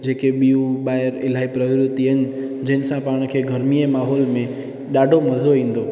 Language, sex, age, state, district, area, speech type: Sindhi, male, 18-30, Gujarat, Junagadh, rural, spontaneous